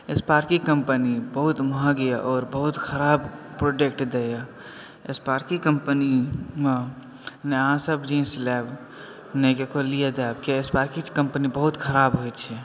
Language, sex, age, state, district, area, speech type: Maithili, male, 18-30, Bihar, Supaul, rural, spontaneous